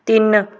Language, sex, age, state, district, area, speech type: Punjabi, female, 30-45, Punjab, Pathankot, rural, read